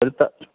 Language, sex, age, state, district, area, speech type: Malayalam, male, 45-60, Kerala, Kottayam, rural, conversation